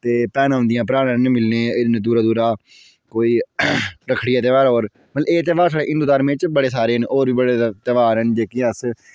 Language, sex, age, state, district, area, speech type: Dogri, female, 30-45, Jammu and Kashmir, Udhampur, rural, spontaneous